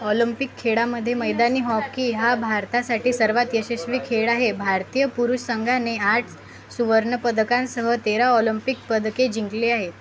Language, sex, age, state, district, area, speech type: Marathi, female, 18-30, Maharashtra, Akola, rural, read